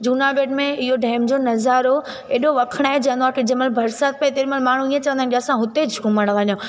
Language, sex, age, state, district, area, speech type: Sindhi, female, 18-30, Gujarat, Junagadh, urban, spontaneous